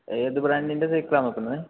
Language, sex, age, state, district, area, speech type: Malayalam, male, 18-30, Kerala, Palakkad, rural, conversation